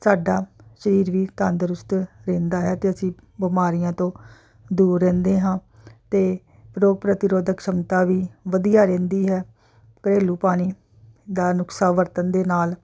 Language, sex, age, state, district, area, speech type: Punjabi, female, 45-60, Punjab, Jalandhar, urban, spontaneous